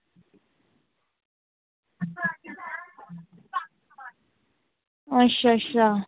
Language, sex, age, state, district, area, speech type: Dogri, female, 60+, Jammu and Kashmir, Reasi, rural, conversation